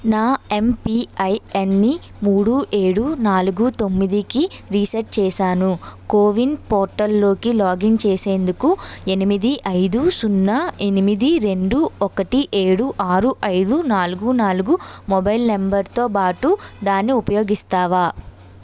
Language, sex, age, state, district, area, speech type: Telugu, female, 18-30, Andhra Pradesh, Vizianagaram, rural, read